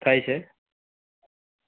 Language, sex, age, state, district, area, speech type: Gujarati, male, 30-45, Gujarat, Valsad, urban, conversation